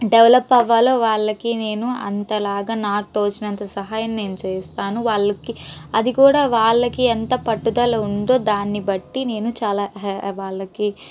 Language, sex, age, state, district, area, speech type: Telugu, female, 18-30, Andhra Pradesh, Guntur, urban, spontaneous